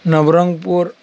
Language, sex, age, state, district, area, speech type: Odia, male, 45-60, Odisha, Koraput, urban, spontaneous